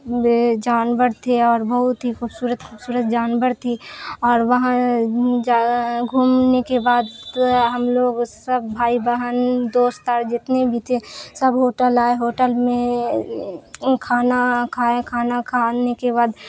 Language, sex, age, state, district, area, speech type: Urdu, female, 18-30, Bihar, Supaul, urban, spontaneous